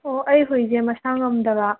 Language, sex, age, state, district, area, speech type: Manipuri, female, 30-45, Manipur, Kangpokpi, urban, conversation